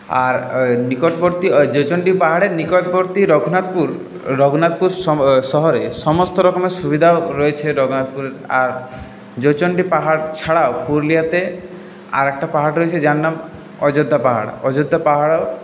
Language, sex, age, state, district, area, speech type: Bengali, male, 30-45, West Bengal, Purulia, urban, spontaneous